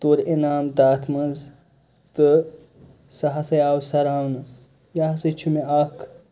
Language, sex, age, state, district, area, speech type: Kashmiri, male, 18-30, Jammu and Kashmir, Kupwara, rural, spontaneous